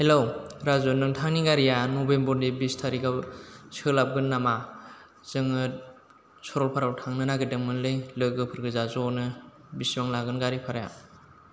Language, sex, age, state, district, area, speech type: Bodo, male, 30-45, Assam, Chirang, rural, spontaneous